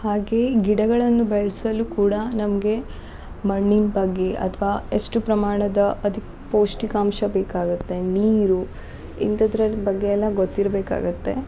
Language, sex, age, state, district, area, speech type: Kannada, female, 18-30, Karnataka, Uttara Kannada, rural, spontaneous